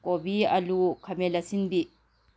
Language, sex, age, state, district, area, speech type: Manipuri, female, 45-60, Manipur, Kakching, rural, spontaneous